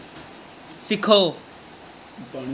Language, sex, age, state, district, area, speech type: Dogri, male, 18-30, Jammu and Kashmir, Kathua, rural, read